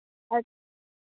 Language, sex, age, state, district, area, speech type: Gujarati, female, 18-30, Gujarat, Rajkot, urban, conversation